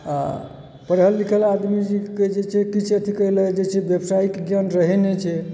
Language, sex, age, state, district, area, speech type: Maithili, male, 30-45, Bihar, Supaul, rural, spontaneous